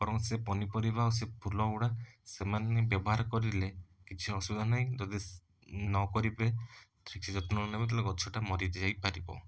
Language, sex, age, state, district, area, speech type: Odia, male, 18-30, Odisha, Puri, urban, spontaneous